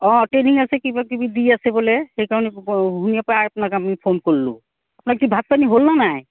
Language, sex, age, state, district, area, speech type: Assamese, female, 45-60, Assam, Goalpara, rural, conversation